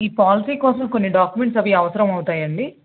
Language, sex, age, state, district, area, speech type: Telugu, female, 30-45, Andhra Pradesh, Krishna, urban, conversation